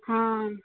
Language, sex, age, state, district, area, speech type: Goan Konkani, female, 18-30, Goa, Murmgao, rural, conversation